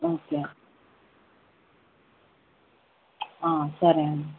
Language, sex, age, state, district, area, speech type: Telugu, female, 18-30, Telangana, Jayashankar, urban, conversation